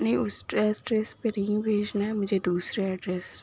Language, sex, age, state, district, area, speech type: Urdu, female, 18-30, Uttar Pradesh, Mau, urban, spontaneous